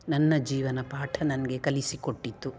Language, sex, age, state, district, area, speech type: Kannada, female, 45-60, Karnataka, Dakshina Kannada, rural, spontaneous